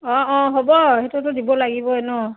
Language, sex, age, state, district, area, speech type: Assamese, female, 45-60, Assam, Nagaon, rural, conversation